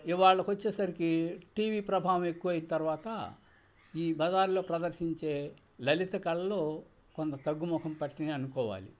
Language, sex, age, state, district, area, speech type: Telugu, male, 60+, Andhra Pradesh, Bapatla, urban, spontaneous